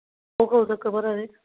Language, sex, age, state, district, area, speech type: Dogri, female, 45-60, Jammu and Kashmir, Samba, rural, conversation